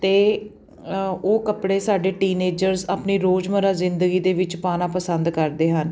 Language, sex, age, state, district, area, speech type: Punjabi, female, 30-45, Punjab, Patiala, urban, spontaneous